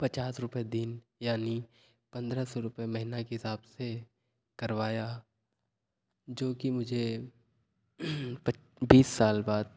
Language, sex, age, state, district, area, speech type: Hindi, male, 30-45, Madhya Pradesh, Betul, rural, spontaneous